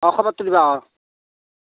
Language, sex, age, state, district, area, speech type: Assamese, male, 45-60, Assam, Nalbari, rural, conversation